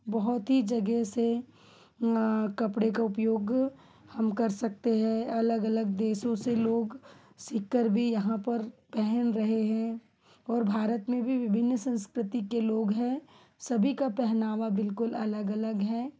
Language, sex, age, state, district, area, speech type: Hindi, female, 30-45, Madhya Pradesh, Betul, urban, spontaneous